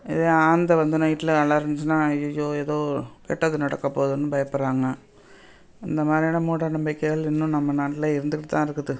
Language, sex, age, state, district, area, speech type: Tamil, female, 60+, Tamil Nadu, Thanjavur, urban, spontaneous